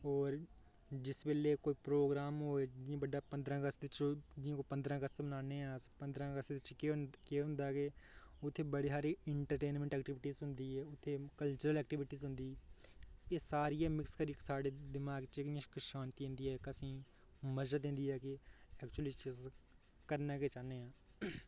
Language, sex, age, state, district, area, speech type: Dogri, male, 18-30, Jammu and Kashmir, Reasi, rural, spontaneous